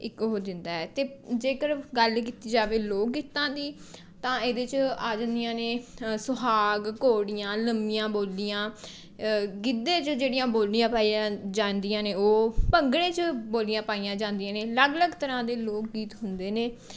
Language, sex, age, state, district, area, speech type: Punjabi, female, 18-30, Punjab, Mohali, rural, spontaneous